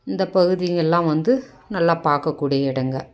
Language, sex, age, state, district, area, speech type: Tamil, female, 45-60, Tamil Nadu, Dharmapuri, rural, spontaneous